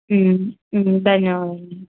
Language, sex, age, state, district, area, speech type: Telugu, female, 18-30, Telangana, Mulugu, urban, conversation